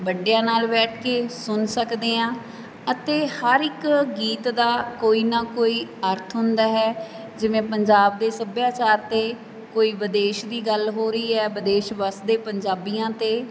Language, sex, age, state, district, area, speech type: Punjabi, female, 30-45, Punjab, Mansa, urban, spontaneous